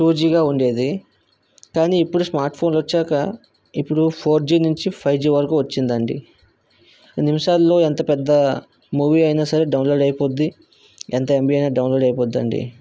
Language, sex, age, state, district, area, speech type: Telugu, male, 60+, Andhra Pradesh, Vizianagaram, rural, spontaneous